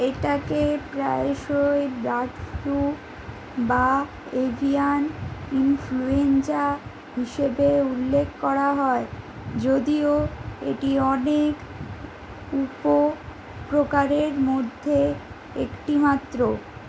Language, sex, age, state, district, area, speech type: Bengali, female, 60+, West Bengal, Purulia, urban, read